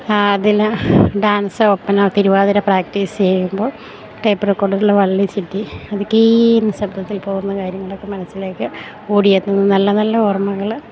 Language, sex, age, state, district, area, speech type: Malayalam, female, 30-45, Kerala, Idukki, rural, spontaneous